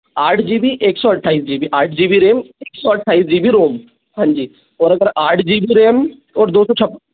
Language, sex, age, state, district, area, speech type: Hindi, male, 18-30, Madhya Pradesh, Bhopal, urban, conversation